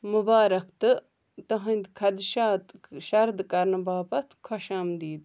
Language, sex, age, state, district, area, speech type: Kashmiri, female, 30-45, Jammu and Kashmir, Ganderbal, rural, read